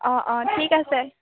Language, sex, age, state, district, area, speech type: Assamese, female, 18-30, Assam, Sivasagar, urban, conversation